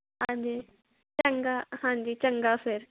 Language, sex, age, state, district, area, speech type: Punjabi, female, 18-30, Punjab, Kapurthala, urban, conversation